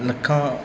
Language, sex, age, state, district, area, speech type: Punjabi, male, 30-45, Punjab, Mansa, urban, spontaneous